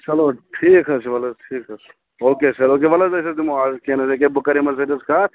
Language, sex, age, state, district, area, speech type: Kashmiri, male, 30-45, Jammu and Kashmir, Bandipora, rural, conversation